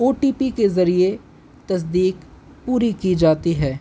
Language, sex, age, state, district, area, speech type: Urdu, male, 18-30, Delhi, North East Delhi, urban, spontaneous